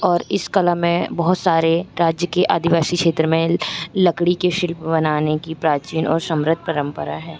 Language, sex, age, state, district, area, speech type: Hindi, female, 18-30, Madhya Pradesh, Chhindwara, urban, spontaneous